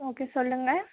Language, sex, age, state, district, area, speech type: Tamil, female, 18-30, Tamil Nadu, Krishnagiri, rural, conversation